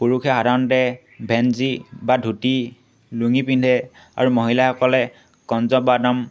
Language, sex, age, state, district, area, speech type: Assamese, male, 18-30, Assam, Tinsukia, urban, spontaneous